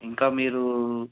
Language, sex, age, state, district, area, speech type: Telugu, male, 18-30, Andhra Pradesh, Anantapur, urban, conversation